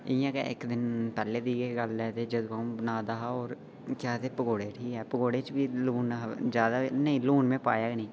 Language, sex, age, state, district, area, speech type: Dogri, male, 18-30, Jammu and Kashmir, Udhampur, rural, spontaneous